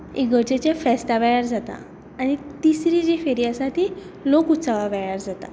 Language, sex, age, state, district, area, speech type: Goan Konkani, female, 18-30, Goa, Tiswadi, rural, spontaneous